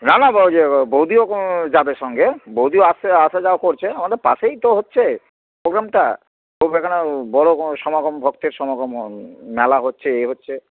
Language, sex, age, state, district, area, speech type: Bengali, male, 45-60, West Bengal, Hooghly, urban, conversation